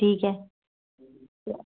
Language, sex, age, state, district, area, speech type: Hindi, female, 30-45, Madhya Pradesh, Gwalior, urban, conversation